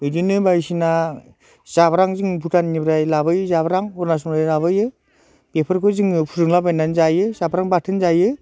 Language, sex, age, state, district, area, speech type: Bodo, male, 45-60, Assam, Udalguri, rural, spontaneous